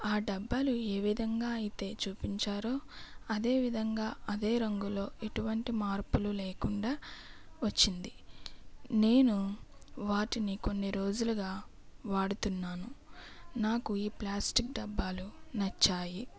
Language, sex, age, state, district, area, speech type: Telugu, female, 18-30, Andhra Pradesh, West Godavari, rural, spontaneous